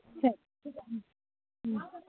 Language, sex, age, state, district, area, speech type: Tamil, female, 45-60, Tamil Nadu, Nagapattinam, rural, conversation